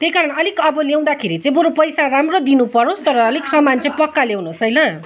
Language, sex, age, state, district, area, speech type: Nepali, female, 30-45, West Bengal, Kalimpong, rural, spontaneous